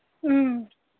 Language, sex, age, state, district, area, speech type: Manipuri, female, 30-45, Manipur, Senapati, rural, conversation